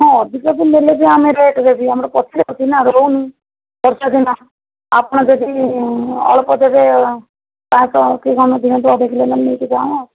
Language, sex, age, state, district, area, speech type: Odia, female, 30-45, Odisha, Jajpur, rural, conversation